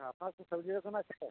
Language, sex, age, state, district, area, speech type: Bengali, male, 60+, West Bengal, Uttar Dinajpur, urban, conversation